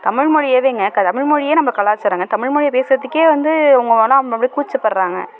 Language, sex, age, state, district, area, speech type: Tamil, female, 18-30, Tamil Nadu, Mayiladuthurai, rural, spontaneous